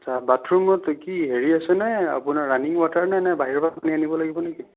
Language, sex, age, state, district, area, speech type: Assamese, female, 18-30, Assam, Sonitpur, rural, conversation